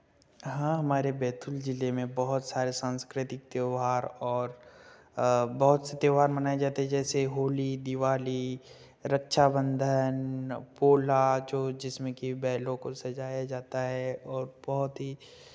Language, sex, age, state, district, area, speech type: Hindi, male, 18-30, Madhya Pradesh, Betul, rural, spontaneous